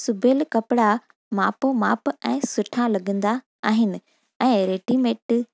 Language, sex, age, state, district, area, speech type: Sindhi, female, 18-30, Gujarat, Junagadh, rural, spontaneous